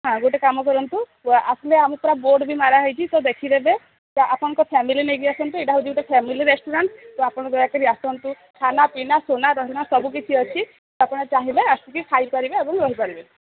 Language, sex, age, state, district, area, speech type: Odia, female, 30-45, Odisha, Sambalpur, rural, conversation